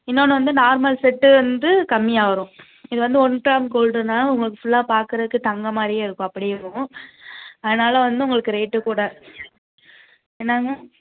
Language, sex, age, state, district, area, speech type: Tamil, female, 18-30, Tamil Nadu, Madurai, urban, conversation